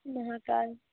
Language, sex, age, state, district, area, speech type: Hindi, female, 18-30, Madhya Pradesh, Bhopal, urban, conversation